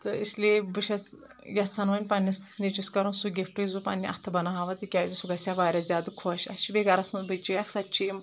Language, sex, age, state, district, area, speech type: Kashmiri, female, 30-45, Jammu and Kashmir, Anantnag, rural, spontaneous